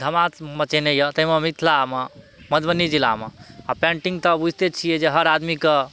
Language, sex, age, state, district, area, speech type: Maithili, male, 30-45, Bihar, Madhubani, rural, spontaneous